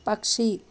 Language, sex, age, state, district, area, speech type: Telugu, female, 18-30, Telangana, Nalgonda, urban, read